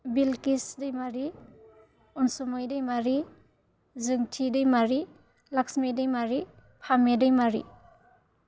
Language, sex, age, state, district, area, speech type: Bodo, female, 18-30, Assam, Udalguri, rural, spontaneous